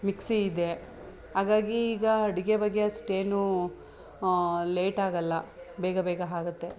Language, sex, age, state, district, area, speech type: Kannada, female, 30-45, Karnataka, Mandya, urban, spontaneous